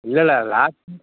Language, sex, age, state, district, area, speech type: Tamil, male, 60+, Tamil Nadu, Nagapattinam, rural, conversation